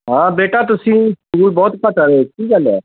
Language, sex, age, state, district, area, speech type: Punjabi, male, 30-45, Punjab, Tarn Taran, rural, conversation